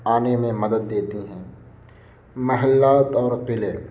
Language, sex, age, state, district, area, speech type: Urdu, male, 18-30, Uttar Pradesh, Muzaffarnagar, urban, spontaneous